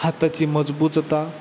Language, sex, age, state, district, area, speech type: Marathi, male, 18-30, Maharashtra, Satara, urban, spontaneous